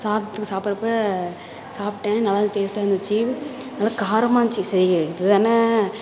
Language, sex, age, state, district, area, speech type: Tamil, female, 18-30, Tamil Nadu, Thanjavur, urban, spontaneous